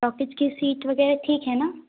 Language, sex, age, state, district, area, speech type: Hindi, female, 18-30, Madhya Pradesh, Katni, urban, conversation